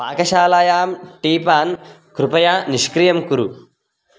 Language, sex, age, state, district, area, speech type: Sanskrit, male, 18-30, Karnataka, Raichur, rural, read